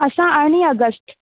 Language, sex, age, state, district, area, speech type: Sindhi, female, 18-30, Rajasthan, Ajmer, urban, conversation